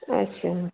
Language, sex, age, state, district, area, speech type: Dogri, female, 18-30, Jammu and Kashmir, Jammu, rural, conversation